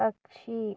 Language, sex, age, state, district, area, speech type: Malayalam, other, 45-60, Kerala, Kozhikode, urban, read